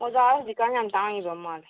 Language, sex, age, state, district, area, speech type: Manipuri, female, 18-30, Manipur, Senapati, urban, conversation